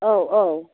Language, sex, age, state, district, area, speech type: Bodo, female, 45-60, Assam, Chirang, rural, conversation